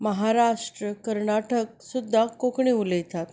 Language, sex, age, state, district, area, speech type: Goan Konkani, female, 30-45, Goa, Canacona, urban, spontaneous